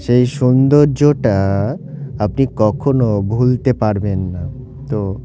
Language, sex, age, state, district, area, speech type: Bengali, male, 18-30, West Bengal, Murshidabad, urban, spontaneous